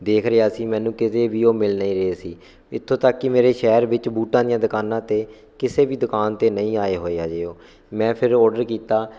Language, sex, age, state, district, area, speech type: Punjabi, male, 18-30, Punjab, Shaheed Bhagat Singh Nagar, rural, spontaneous